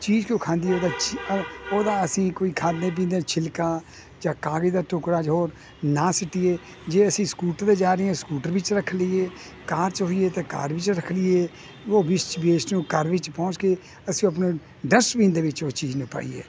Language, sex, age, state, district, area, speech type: Punjabi, male, 60+, Punjab, Hoshiarpur, rural, spontaneous